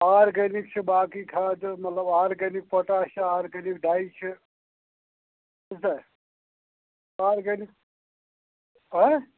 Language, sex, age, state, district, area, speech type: Kashmiri, male, 45-60, Jammu and Kashmir, Anantnag, rural, conversation